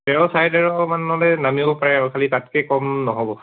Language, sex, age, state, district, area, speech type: Assamese, male, 18-30, Assam, Charaideo, urban, conversation